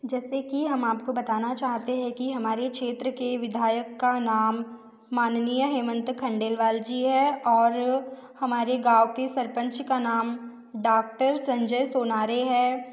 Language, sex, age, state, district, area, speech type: Hindi, female, 30-45, Madhya Pradesh, Betul, rural, spontaneous